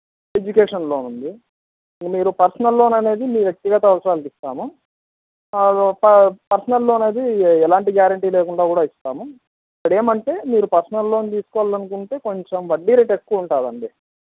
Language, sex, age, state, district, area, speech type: Telugu, male, 30-45, Andhra Pradesh, Anantapur, urban, conversation